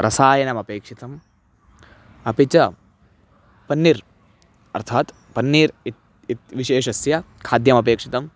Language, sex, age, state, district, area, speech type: Sanskrit, male, 18-30, Karnataka, Chitradurga, urban, spontaneous